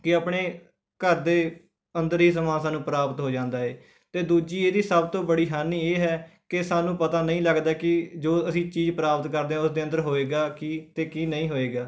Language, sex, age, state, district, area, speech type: Punjabi, male, 18-30, Punjab, Rupnagar, rural, spontaneous